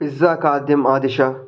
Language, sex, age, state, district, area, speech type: Sanskrit, male, 18-30, Karnataka, Chikkamagaluru, rural, read